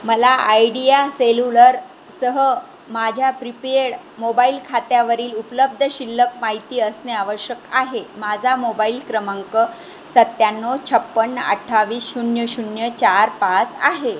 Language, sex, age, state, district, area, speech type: Marathi, female, 45-60, Maharashtra, Jalna, rural, read